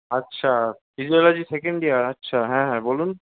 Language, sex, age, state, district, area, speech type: Bengali, male, 18-30, West Bengal, Kolkata, urban, conversation